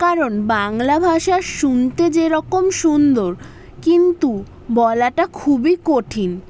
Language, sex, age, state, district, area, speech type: Bengali, female, 18-30, West Bengal, South 24 Parganas, urban, spontaneous